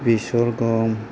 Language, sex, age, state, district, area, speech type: Bodo, male, 30-45, Assam, Kokrajhar, rural, spontaneous